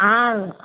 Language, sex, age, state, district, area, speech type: Tamil, female, 45-60, Tamil Nadu, Salem, rural, conversation